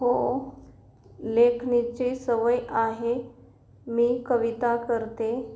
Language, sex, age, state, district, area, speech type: Marathi, female, 45-60, Maharashtra, Nanded, urban, spontaneous